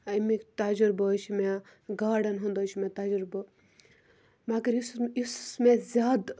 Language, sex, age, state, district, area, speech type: Kashmiri, female, 18-30, Jammu and Kashmir, Kupwara, rural, spontaneous